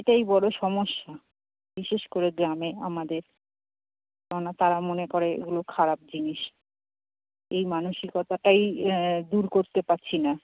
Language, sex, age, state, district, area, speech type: Bengali, female, 45-60, West Bengal, Jhargram, rural, conversation